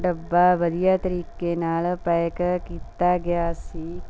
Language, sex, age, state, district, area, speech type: Punjabi, female, 45-60, Punjab, Mansa, rural, spontaneous